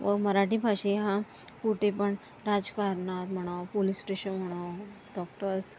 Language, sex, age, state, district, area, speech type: Marathi, female, 30-45, Maharashtra, Akola, urban, spontaneous